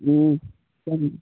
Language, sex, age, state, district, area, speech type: Tamil, male, 18-30, Tamil Nadu, Cuddalore, rural, conversation